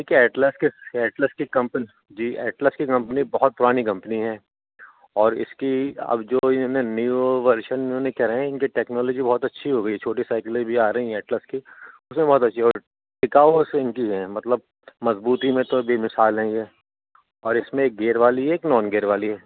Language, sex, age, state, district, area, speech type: Urdu, male, 45-60, Uttar Pradesh, Rampur, urban, conversation